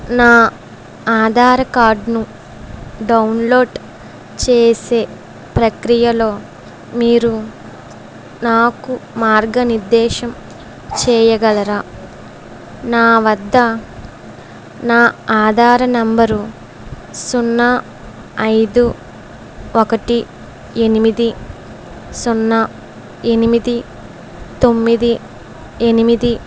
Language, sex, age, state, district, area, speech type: Telugu, female, 18-30, Andhra Pradesh, Eluru, rural, read